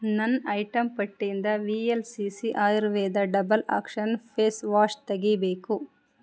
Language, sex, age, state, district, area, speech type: Kannada, female, 30-45, Karnataka, Chitradurga, rural, read